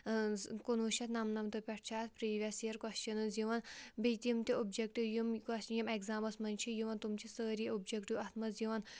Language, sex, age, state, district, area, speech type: Kashmiri, female, 18-30, Jammu and Kashmir, Shopian, rural, spontaneous